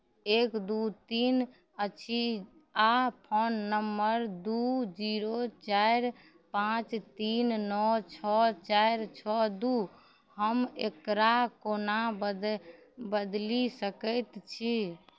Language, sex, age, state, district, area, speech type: Maithili, female, 30-45, Bihar, Madhubani, rural, read